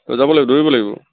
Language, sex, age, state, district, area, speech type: Assamese, male, 30-45, Assam, Lakhimpur, rural, conversation